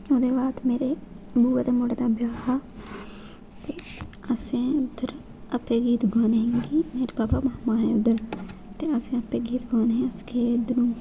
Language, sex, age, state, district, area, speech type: Dogri, female, 18-30, Jammu and Kashmir, Jammu, rural, spontaneous